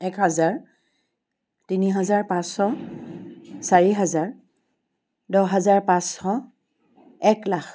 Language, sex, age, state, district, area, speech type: Assamese, female, 45-60, Assam, Charaideo, urban, spontaneous